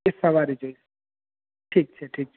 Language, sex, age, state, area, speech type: Gujarati, male, 18-30, Gujarat, urban, conversation